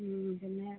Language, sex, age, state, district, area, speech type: Malayalam, female, 45-60, Kerala, Alappuzha, urban, conversation